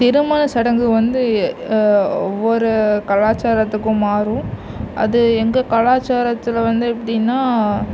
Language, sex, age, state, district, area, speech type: Tamil, female, 18-30, Tamil Nadu, Nagapattinam, rural, spontaneous